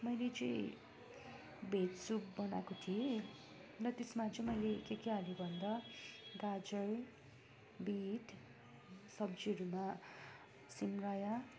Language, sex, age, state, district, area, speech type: Nepali, female, 30-45, West Bengal, Darjeeling, rural, spontaneous